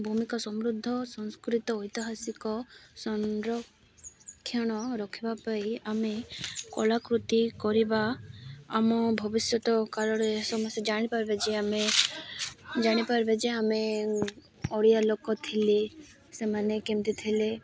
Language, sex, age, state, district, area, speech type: Odia, female, 18-30, Odisha, Malkangiri, urban, spontaneous